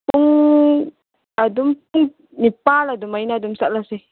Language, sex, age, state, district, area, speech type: Manipuri, female, 18-30, Manipur, Tengnoupal, rural, conversation